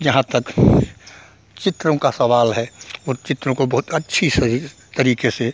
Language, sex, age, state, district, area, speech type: Hindi, male, 60+, Uttar Pradesh, Hardoi, rural, spontaneous